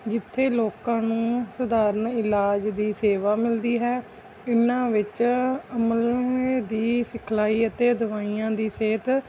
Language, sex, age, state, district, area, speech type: Punjabi, female, 30-45, Punjab, Mansa, urban, spontaneous